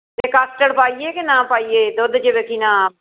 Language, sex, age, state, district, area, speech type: Punjabi, female, 60+, Punjab, Fazilka, rural, conversation